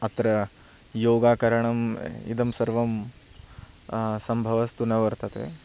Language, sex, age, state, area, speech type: Sanskrit, male, 18-30, Haryana, rural, spontaneous